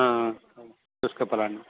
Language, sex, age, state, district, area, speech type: Sanskrit, male, 45-60, Telangana, Karimnagar, urban, conversation